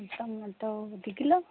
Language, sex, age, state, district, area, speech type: Odia, female, 45-60, Odisha, Angul, rural, conversation